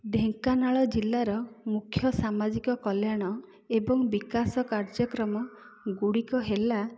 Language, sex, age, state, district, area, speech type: Odia, female, 45-60, Odisha, Dhenkanal, rural, spontaneous